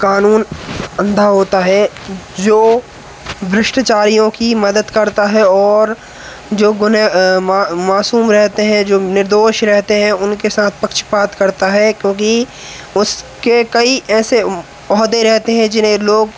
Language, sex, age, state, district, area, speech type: Hindi, male, 18-30, Madhya Pradesh, Hoshangabad, rural, spontaneous